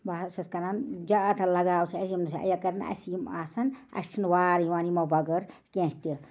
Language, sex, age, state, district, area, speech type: Kashmiri, female, 60+, Jammu and Kashmir, Ganderbal, rural, spontaneous